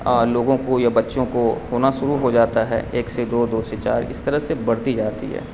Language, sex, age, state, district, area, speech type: Urdu, male, 45-60, Bihar, Supaul, rural, spontaneous